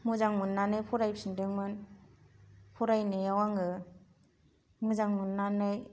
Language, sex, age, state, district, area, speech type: Bodo, female, 30-45, Assam, Kokrajhar, rural, spontaneous